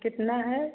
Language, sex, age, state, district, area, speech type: Hindi, female, 30-45, Uttar Pradesh, Prayagraj, rural, conversation